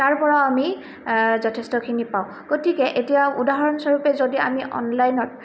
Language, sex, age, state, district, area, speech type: Assamese, female, 18-30, Assam, Goalpara, urban, spontaneous